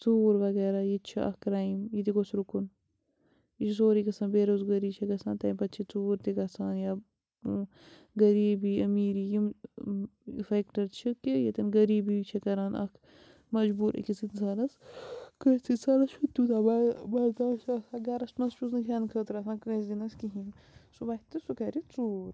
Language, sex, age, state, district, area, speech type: Kashmiri, female, 30-45, Jammu and Kashmir, Bandipora, rural, spontaneous